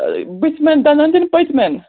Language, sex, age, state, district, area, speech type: Kashmiri, female, 30-45, Jammu and Kashmir, Srinagar, urban, conversation